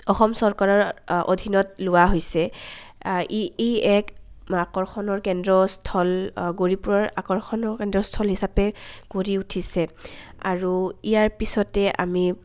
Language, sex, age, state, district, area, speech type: Assamese, female, 18-30, Assam, Kamrup Metropolitan, urban, spontaneous